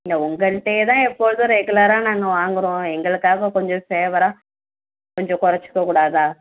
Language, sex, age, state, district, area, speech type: Tamil, female, 18-30, Tamil Nadu, Tiruvallur, rural, conversation